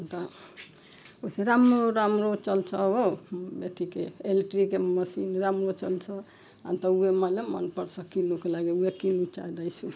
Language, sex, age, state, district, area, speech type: Nepali, female, 45-60, West Bengal, Jalpaiguri, rural, spontaneous